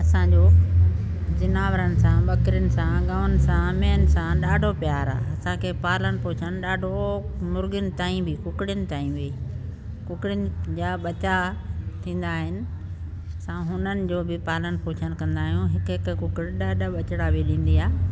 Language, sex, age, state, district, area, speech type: Sindhi, female, 60+, Delhi, South Delhi, rural, spontaneous